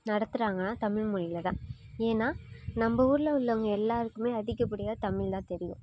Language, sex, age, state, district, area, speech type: Tamil, female, 18-30, Tamil Nadu, Nagapattinam, rural, spontaneous